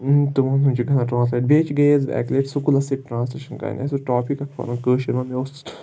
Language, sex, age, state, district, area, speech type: Kashmiri, male, 30-45, Jammu and Kashmir, Srinagar, urban, spontaneous